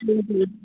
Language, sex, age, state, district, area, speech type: Punjabi, female, 18-30, Punjab, Patiala, urban, conversation